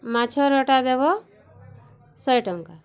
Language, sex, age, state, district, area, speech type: Odia, female, 30-45, Odisha, Bargarh, urban, spontaneous